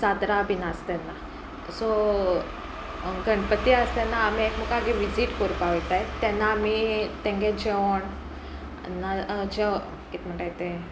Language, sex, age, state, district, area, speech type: Goan Konkani, female, 18-30, Goa, Sanguem, rural, spontaneous